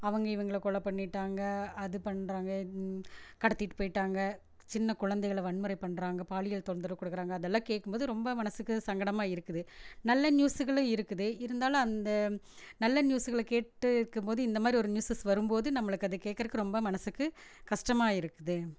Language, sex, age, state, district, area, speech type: Tamil, female, 45-60, Tamil Nadu, Erode, rural, spontaneous